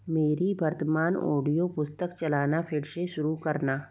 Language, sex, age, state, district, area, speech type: Hindi, female, 45-60, Rajasthan, Jaipur, urban, read